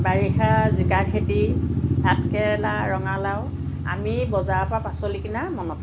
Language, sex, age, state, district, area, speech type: Assamese, female, 45-60, Assam, Lakhimpur, rural, spontaneous